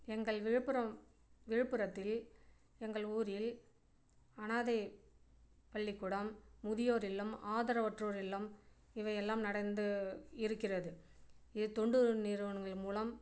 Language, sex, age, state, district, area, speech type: Tamil, female, 45-60, Tamil Nadu, Viluppuram, rural, spontaneous